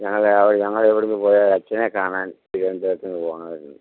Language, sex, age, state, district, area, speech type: Malayalam, male, 60+, Kerala, Pathanamthitta, rural, conversation